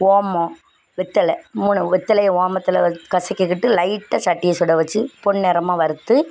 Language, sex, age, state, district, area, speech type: Tamil, female, 60+, Tamil Nadu, Thoothukudi, rural, spontaneous